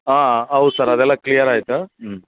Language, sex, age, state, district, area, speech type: Kannada, male, 45-60, Karnataka, Bellary, rural, conversation